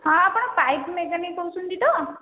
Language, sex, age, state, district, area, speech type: Odia, female, 45-60, Odisha, Khordha, rural, conversation